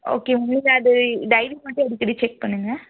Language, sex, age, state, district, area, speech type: Tamil, female, 18-30, Tamil Nadu, Tiruppur, rural, conversation